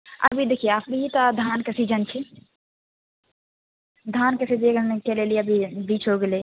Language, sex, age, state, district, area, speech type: Maithili, female, 18-30, Bihar, Purnia, rural, conversation